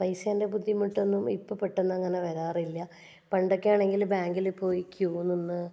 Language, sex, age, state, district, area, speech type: Malayalam, female, 30-45, Kerala, Kannur, rural, spontaneous